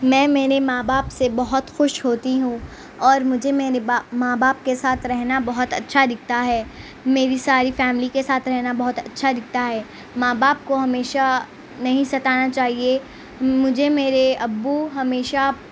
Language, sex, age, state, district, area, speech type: Urdu, female, 18-30, Telangana, Hyderabad, urban, spontaneous